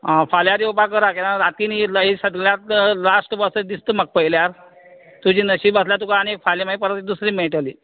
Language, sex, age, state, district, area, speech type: Goan Konkani, male, 45-60, Goa, Canacona, rural, conversation